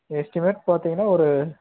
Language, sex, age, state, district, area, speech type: Tamil, male, 18-30, Tamil Nadu, Dharmapuri, rural, conversation